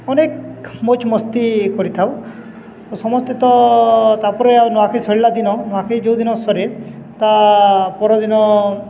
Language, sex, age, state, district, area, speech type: Odia, male, 18-30, Odisha, Balangir, urban, spontaneous